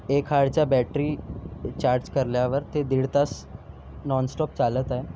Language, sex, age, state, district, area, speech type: Marathi, male, 18-30, Maharashtra, Nagpur, urban, spontaneous